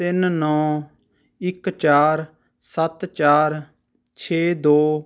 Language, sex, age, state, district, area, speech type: Punjabi, male, 30-45, Punjab, Rupnagar, urban, read